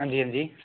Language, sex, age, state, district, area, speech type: Dogri, male, 18-30, Jammu and Kashmir, Udhampur, rural, conversation